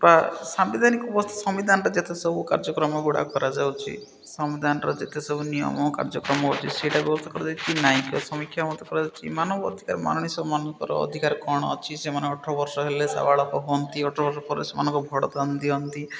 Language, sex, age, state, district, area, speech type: Odia, male, 30-45, Odisha, Malkangiri, urban, spontaneous